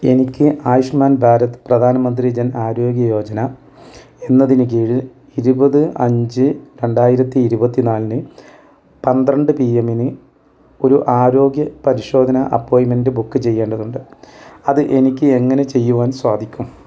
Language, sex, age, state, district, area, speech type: Malayalam, male, 45-60, Kerala, Wayanad, rural, read